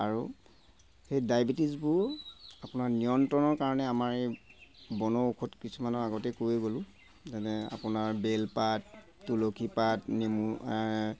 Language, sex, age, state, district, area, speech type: Assamese, male, 30-45, Assam, Sivasagar, rural, spontaneous